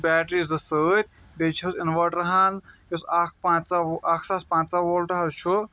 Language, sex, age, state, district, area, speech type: Kashmiri, male, 30-45, Jammu and Kashmir, Kulgam, rural, spontaneous